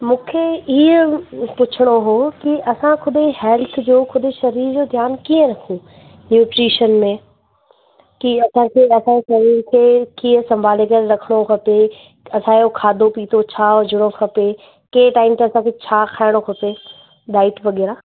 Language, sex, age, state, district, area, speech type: Sindhi, female, 18-30, Rajasthan, Ajmer, urban, conversation